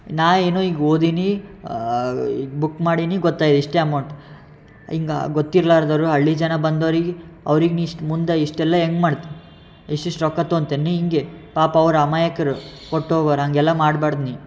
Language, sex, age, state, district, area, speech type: Kannada, male, 18-30, Karnataka, Yadgir, urban, spontaneous